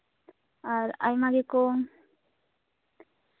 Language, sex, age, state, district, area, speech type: Santali, female, 18-30, West Bengal, Bankura, rural, conversation